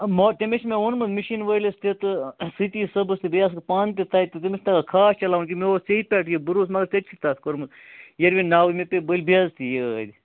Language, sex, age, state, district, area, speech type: Kashmiri, male, 45-60, Jammu and Kashmir, Baramulla, rural, conversation